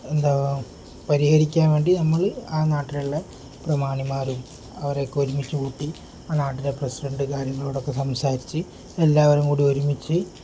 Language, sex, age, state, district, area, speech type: Malayalam, male, 18-30, Kerala, Kozhikode, rural, spontaneous